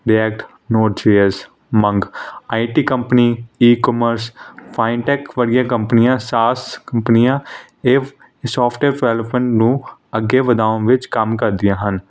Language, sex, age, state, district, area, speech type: Punjabi, male, 18-30, Punjab, Hoshiarpur, urban, spontaneous